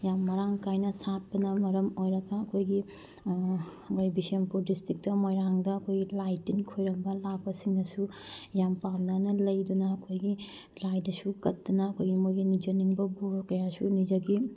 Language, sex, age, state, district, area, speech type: Manipuri, female, 30-45, Manipur, Bishnupur, rural, spontaneous